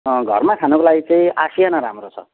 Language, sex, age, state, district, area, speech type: Nepali, male, 30-45, West Bengal, Jalpaiguri, rural, conversation